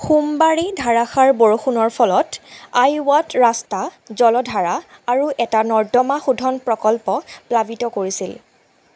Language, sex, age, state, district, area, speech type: Assamese, female, 18-30, Assam, Jorhat, urban, read